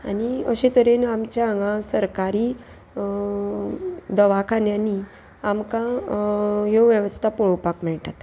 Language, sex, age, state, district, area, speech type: Goan Konkani, female, 30-45, Goa, Salcete, urban, spontaneous